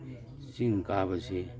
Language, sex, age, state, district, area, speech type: Manipuri, male, 60+, Manipur, Imphal East, urban, spontaneous